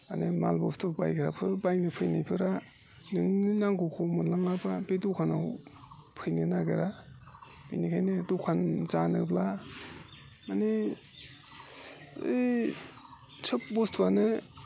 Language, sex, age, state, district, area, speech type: Bodo, male, 45-60, Assam, Udalguri, rural, spontaneous